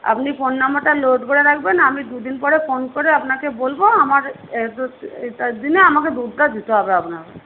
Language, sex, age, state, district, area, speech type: Bengali, female, 18-30, West Bengal, Paschim Medinipur, rural, conversation